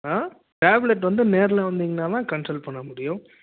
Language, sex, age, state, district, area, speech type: Tamil, male, 18-30, Tamil Nadu, Krishnagiri, rural, conversation